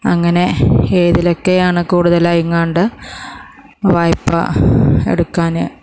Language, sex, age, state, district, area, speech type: Malayalam, female, 30-45, Kerala, Malappuram, urban, spontaneous